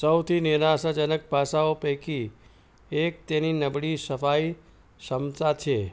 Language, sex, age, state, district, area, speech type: Gujarati, male, 60+, Gujarat, Ahmedabad, urban, spontaneous